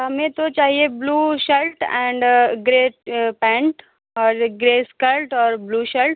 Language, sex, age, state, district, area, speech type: Hindi, female, 30-45, Uttar Pradesh, Lucknow, rural, conversation